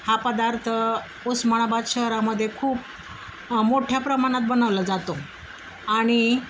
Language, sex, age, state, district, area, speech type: Marathi, female, 45-60, Maharashtra, Osmanabad, rural, spontaneous